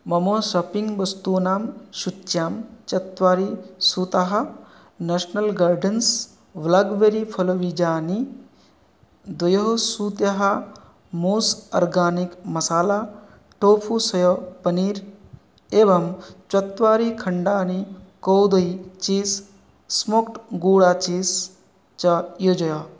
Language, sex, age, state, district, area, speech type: Sanskrit, male, 30-45, West Bengal, North 24 Parganas, rural, read